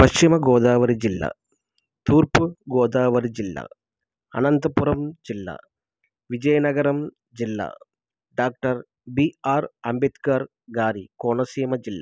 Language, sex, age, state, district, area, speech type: Telugu, male, 30-45, Andhra Pradesh, East Godavari, rural, spontaneous